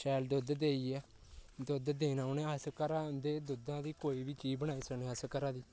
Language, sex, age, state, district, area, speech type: Dogri, male, 18-30, Jammu and Kashmir, Kathua, rural, spontaneous